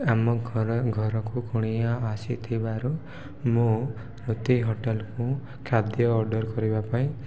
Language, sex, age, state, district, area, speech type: Odia, male, 18-30, Odisha, Koraput, urban, spontaneous